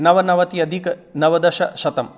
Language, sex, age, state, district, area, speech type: Sanskrit, male, 45-60, Rajasthan, Jaipur, urban, spontaneous